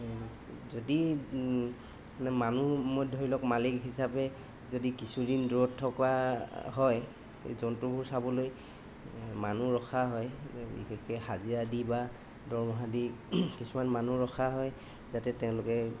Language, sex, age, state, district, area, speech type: Assamese, male, 30-45, Assam, Golaghat, urban, spontaneous